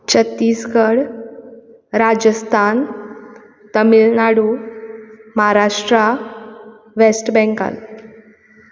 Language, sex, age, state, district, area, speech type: Goan Konkani, female, 18-30, Goa, Quepem, rural, spontaneous